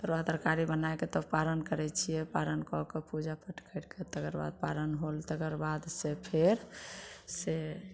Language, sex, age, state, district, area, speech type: Maithili, female, 60+, Bihar, Samastipur, urban, spontaneous